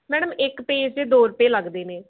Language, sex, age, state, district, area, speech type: Punjabi, female, 18-30, Punjab, Gurdaspur, rural, conversation